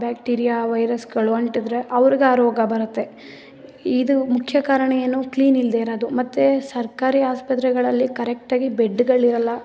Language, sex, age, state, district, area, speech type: Kannada, female, 18-30, Karnataka, Mysore, rural, spontaneous